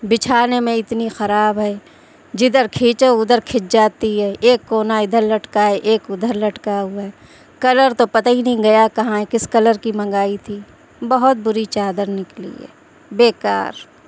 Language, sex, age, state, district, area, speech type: Urdu, female, 30-45, Uttar Pradesh, Shahjahanpur, urban, spontaneous